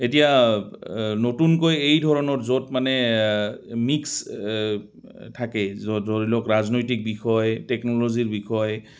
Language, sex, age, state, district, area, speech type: Assamese, male, 45-60, Assam, Goalpara, rural, spontaneous